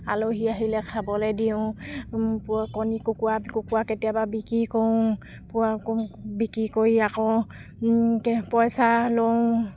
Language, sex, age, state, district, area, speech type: Assamese, female, 60+, Assam, Dibrugarh, rural, spontaneous